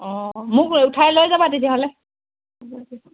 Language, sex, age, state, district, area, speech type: Assamese, female, 18-30, Assam, Charaideo, rural, conversation